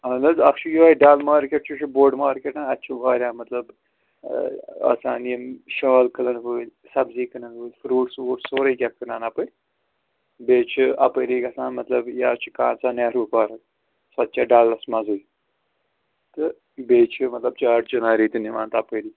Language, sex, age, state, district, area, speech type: Kashmiri, male, 30-45, Jammu and Kashmir, Srinagar, urban, conversation